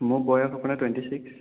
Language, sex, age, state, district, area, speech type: Assamese, male, 18-30, Assam, Sonitpur, urban, conversation